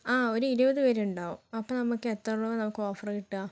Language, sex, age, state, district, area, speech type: Malayalam, female, 45-60, Kerala, Wayanad, rural, spontaneous